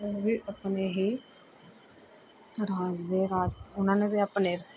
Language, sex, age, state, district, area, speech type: Punjabi, female, 30-45, Punjab, Pathankot, rural, spontaneous